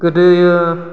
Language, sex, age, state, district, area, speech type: Bodo, male, 30-45, Assam, Udalguri, rural, spontaneous